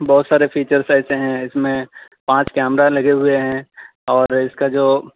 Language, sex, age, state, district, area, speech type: Urdu, male, 18-30, Delhi, South Delhi, urban, conversation